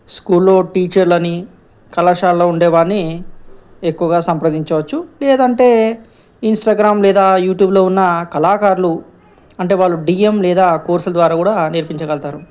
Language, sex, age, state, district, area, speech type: Telugu, male, 45-60, Telangana, Ranga Reddy, urban, spontaneous